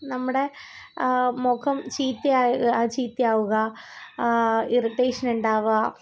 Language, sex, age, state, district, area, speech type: Malayalam, female, 18-30, Kerala, Thiruvananthapuram, rural, spontaneous